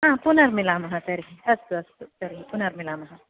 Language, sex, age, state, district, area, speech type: Sanskrit, female, 30-45, Kerala, Kasaragod, rural, conversation